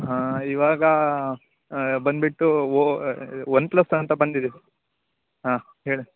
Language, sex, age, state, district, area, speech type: Kannada, male, 18-30, Karnataka, Uttara Kannada, rural, conversation